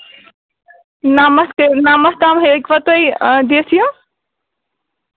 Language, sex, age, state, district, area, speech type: Kashmiri, female, 18-30, Jammu and Kashmir, Kulgam, rural, conversation